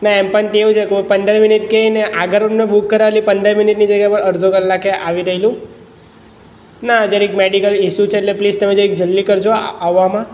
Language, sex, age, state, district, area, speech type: Gujarati, male, 18-30, Gujarat, Surat, urban, spontaneous